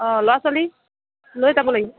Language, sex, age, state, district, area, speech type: Assamese, female, 60+, Assam, Morigaon, rural, conversation